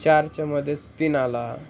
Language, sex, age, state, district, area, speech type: Marathi, male, 18-30, Maharashtra, Ahmednagar, rural, spontaneous